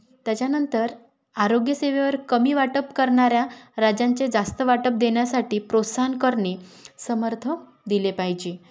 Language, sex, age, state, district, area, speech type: Marathi, female, 18-30, Maharashtra, Wardha, urban, spontaneous